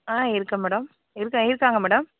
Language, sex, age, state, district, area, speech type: Tamil, female, 45-60, Tamil Nadu, Sivaganga, urban, conversation